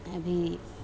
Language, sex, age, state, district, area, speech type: Maithili, female, 45-60, Bihar, Begusarai, rural, spontaneous